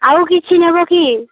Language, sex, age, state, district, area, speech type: Odia, female, 18-30, Odisha, Malkangiri, urban, conversation